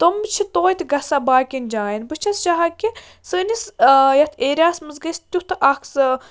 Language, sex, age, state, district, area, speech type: Kashmiri, female, 30-45, Jammu and Kashmir, Bandipora, rural, spontaneous